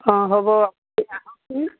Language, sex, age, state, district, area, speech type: Assamese, female, 60+, Assam, Dibrugarh, rural, conversation